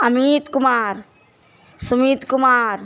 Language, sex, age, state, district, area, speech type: Maithili, female, 45-60, Bihar, Sitamarhi, urban, spontaneous